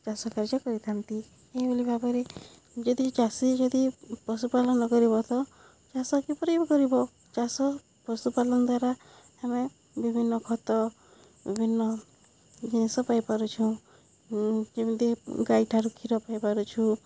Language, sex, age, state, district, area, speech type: Odia, female, 45-60, Odisha, Balangir, urban, spontaneous